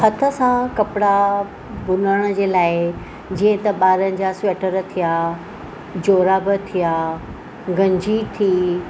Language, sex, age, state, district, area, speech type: Sindhi, female, 45-60, Maharashtra, Mumbai Suburban, urban, spontaneous